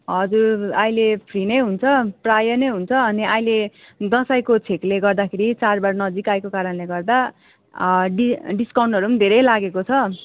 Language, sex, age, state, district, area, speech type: Nepali, female, 18-30, West Bengal, Darjeeling, rural, conversation